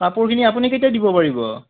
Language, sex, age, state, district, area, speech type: Assamese, male, 45-60, Assam, Morigaon, rural, conversation